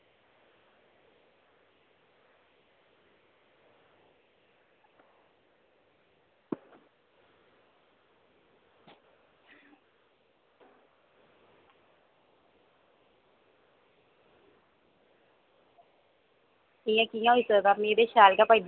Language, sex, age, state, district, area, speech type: Dogri, female, 18-30, Jammu and Kashmir, Reasi, rural, conversation